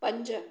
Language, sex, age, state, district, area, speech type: Sindhi, female, 45-60, Maharashtra, Thane, urban, read